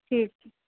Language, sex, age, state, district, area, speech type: Maithili, female, 18-30, Bihar, Purnia, rural, conversation